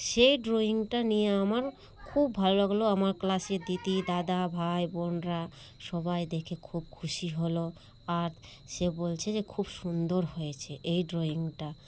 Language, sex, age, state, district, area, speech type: Bengali, female, 30-45, West Bengal, Malda, urban, spontaneous